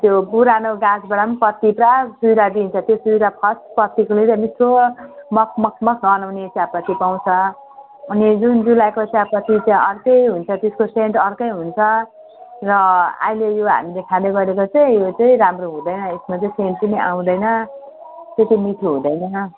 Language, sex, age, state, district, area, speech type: Nepali, female, 45-60, West Bengal, Jalpaiguri, rural, conversation